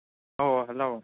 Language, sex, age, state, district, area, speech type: Manipuri, male, 18-30, Manipur, Chandel, rural, conversation